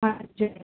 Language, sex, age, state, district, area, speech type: Nepali, female, 18-30, West Bengal, Darjeeling, rural, conversation